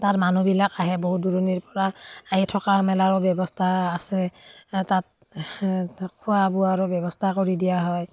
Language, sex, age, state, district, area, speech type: Assamese, female, 30-45, Assam, Udalguri, rural, spontaneous